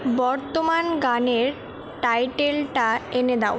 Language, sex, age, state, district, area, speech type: Bengali, female, 18-30, West Bengal, Purba Bardhaman, urban, read